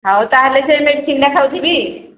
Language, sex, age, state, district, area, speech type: Odia, female, 45-60, Odisha, Angul, rural, conversation